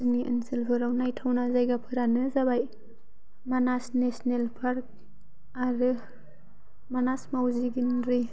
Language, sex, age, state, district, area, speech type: Bodo, female, 18-30, Assam, Baksa, rural, spontaneous